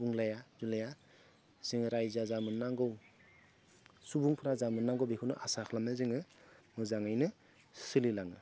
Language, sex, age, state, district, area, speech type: Bodo, male, 30-45, Assam, Goalpara, rural, spontaneous